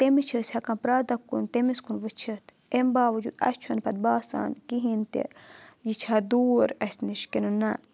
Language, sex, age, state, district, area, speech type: Kashmiri, female, 18-30, Jammu and Kashmir, Budgam, rural, spontaneous